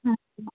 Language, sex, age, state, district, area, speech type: Tamil, female, 18-30, Tamil Nadu, Thoothukudi, rural, conversation